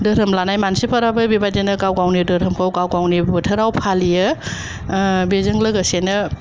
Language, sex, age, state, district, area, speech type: Bodo, female, 45-60, Assam, Kokrajhar, urban, spontaneous